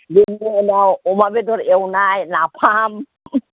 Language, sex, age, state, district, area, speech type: Bodo, female, 60+, Assam, Udalguri, urban, conversation